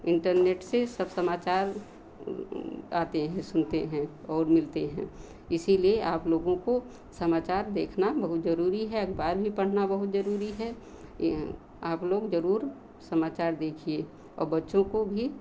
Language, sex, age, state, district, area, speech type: Hindi, female, 60+, Uttar Pradesh, Lucknow, rural, spontaneous